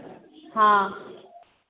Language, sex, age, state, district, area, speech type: Maithili, female, 45-60, Bihar, Madhubani, rural, conversation